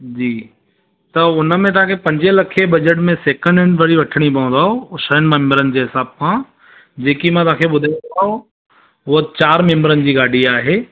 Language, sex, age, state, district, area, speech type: Sindhi, male, 30-45, Gujarat, Surat, urban, conversation